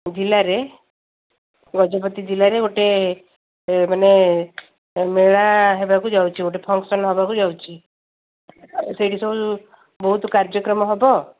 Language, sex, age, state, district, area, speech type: Odia, female, 60+, Odisha, Gajapati, rural, conversation